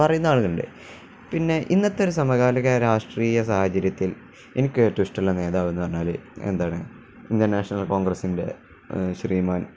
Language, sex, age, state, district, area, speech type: Malayalam, male, 18-30, Kerala, Kozhikode, rural, spontaneous